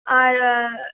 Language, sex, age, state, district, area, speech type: Bengali, female, 18-30, West Bengal, Purba Bardhaman, urban, conversation